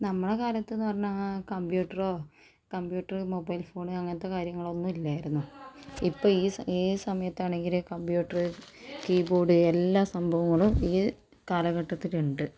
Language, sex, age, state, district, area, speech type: Malayalam, female, 30-45, Kerala, Kozhikode, urban, spontaneous